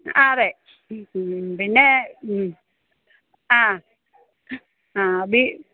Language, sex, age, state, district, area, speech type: Malayalam, female, 60+, Kerala, Pathanamthitta, rural, conversation